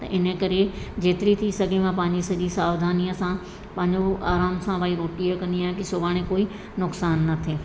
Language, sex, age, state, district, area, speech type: Sindhi, female, 45-60, Madhya Pradesh, Katni, urban, spontaneous